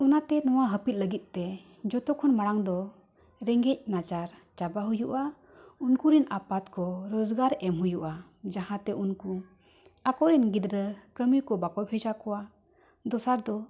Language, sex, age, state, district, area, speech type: Santali, female, 45-60, Jharkhand, Bokaro, rural, spontaneous